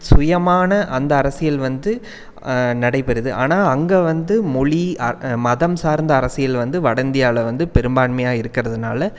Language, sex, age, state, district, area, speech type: Tamil, male, 30-45, Tamil Nadu, Coimbatore, rural, spontaneous